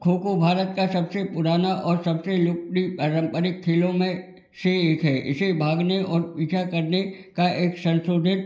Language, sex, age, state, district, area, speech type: Hindi, male, 60+, Madhya Pradesh, Gwalior, rural, spontaneous